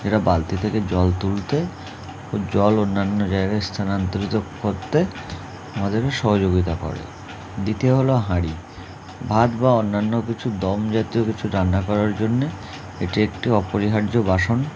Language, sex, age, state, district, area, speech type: Bengali, male, 30-45, West Bengal, Howrah, urban, spontaneous